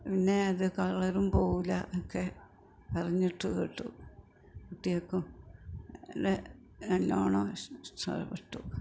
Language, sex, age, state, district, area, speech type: Malayalam, female, 60+, Kerala, Malappuram, rural, spontaneous